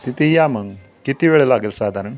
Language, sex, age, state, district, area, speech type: Marathi, male, 60+, Maharashtra, Satara, rural, spontaneous